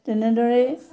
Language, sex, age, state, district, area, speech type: Assamese, female, 60+, Assam, Biswanath, rural, spontaneous